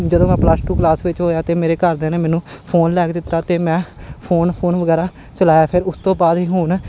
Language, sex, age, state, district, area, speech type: Punjabi, male, 30-45, Punjab, Amritsar, urban, spontaneous